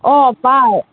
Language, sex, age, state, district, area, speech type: Assamese, female, 30-45, Assam, Sonitpur, rural, conversation